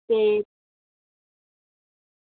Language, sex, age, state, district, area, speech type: Dogri, female, 18-30, Jammu and Kashmir, Jammu, rural, conversation